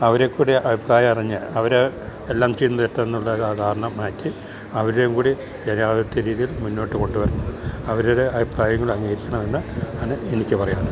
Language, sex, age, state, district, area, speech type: Malayalam, male, 60+, Kerala, Idukki, rural, spontaneous